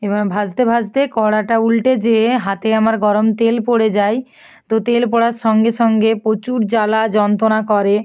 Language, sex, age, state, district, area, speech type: Bengali, female, 18-30, West Bengal, North 24 Parganas, rural, spontaneous